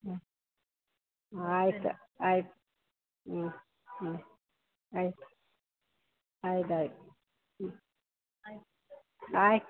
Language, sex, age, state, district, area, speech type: Kannada, female, 60+, Karnataka, Dakshina Kannada, rural, conversation